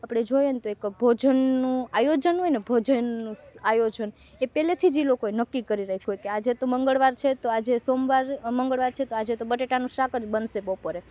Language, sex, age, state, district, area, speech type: Gujarati, female, 30-45, Gujarat, Rajkot, rural, spontaneous